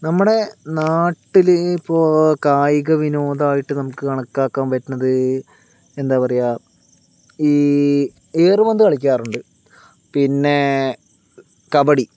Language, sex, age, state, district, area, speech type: Malayalam, male, 30-45, Kerala, Palakkad, urban, spontaneous